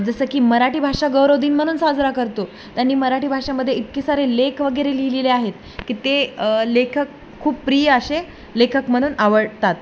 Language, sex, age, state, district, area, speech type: Marathi, female, 18-30, Maharashtra, Jalna, urban, spontaneous